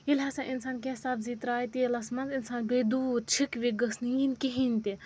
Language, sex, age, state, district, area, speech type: Kashmiri, female, 45-60, Jammu and Kashmir, Srinagar, urban, spontaneous